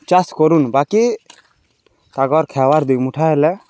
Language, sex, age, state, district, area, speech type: Odia, male, 18-30, Odisha, Balangir, urban, spontaneous